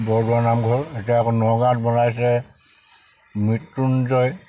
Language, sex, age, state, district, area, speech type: Assamese, male, 45-60, Assam, Charaideo, rural, spontaneous